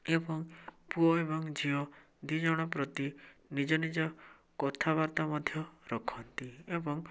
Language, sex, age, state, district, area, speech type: Odia, male, 18-30, Odisha, Bhadrak, rural, spontaneous